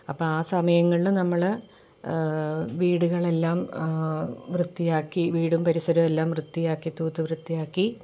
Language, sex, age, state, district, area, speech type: Malayalam, female, 45-60, Kerala, Ernakulam, rural, spontaneous